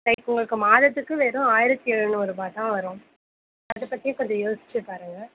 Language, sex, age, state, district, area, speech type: Tamil, female, 18-30, Tamil Nadu, Tiruvallur, urban, conversation